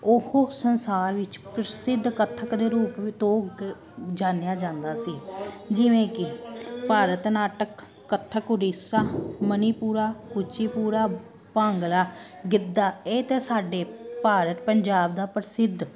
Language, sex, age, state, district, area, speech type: Punjabi, female, 30-45, Punjab, Amritsar, urban, spontaneous